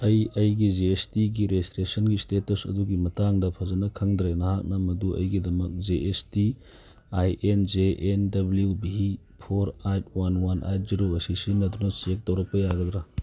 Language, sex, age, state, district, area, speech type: Manipuri, male, 45-60, Manipur, Churachandpur, rural, read